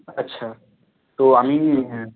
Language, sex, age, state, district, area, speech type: Bengali, male, 18-30, West Bengal, Hooghly, urban, conversation